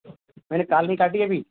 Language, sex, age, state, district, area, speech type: Urdu, male, 45-60, Uttar Pradesh, Rampur, urban, conversation